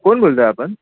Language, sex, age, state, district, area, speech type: Marathi, male, 18-30, Maharashtra, Mumbai Suburban, urban, conversation